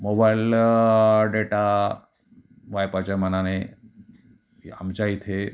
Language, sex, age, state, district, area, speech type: Marathi, male, 45-60, Maharashtra, Sindhudurg, rural, spontaneous